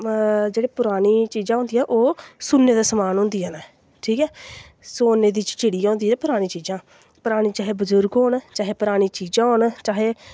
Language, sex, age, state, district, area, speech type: Dogri, female, 18-30, Jammu and Kashmir, Samba, rural, spontaneous